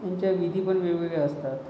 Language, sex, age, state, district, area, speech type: Marathi, male, 30-45, Maharashtra, Nagpur, urban, spontaneous